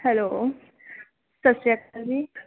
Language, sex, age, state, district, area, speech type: Punjabi, female, 18-30, Punjab, Jalandhar, urban, conversation